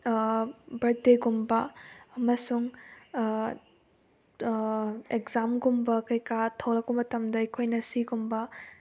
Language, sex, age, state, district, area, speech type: Manipuri, female, 18-30, Manipur, Bishnupur, rural, spontaneous